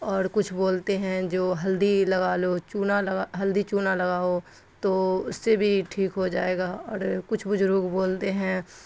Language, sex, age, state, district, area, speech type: Urdu, female, 45-60, Bihar, Khagaria, rural, spontaneous